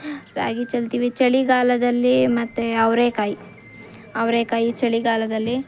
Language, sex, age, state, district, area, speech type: Kannada, female, 18-30, Karnataka, Kolar, rural, spontaneous